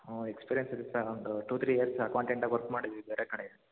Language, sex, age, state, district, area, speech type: Kannada, male, 30-45, Karnataka, Hassan, urban, conversation